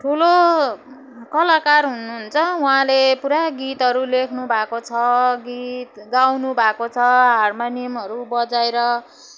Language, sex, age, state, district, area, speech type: Nepali, female, 45-60, West Bengal, Jalpaiguri, urban, spontaneous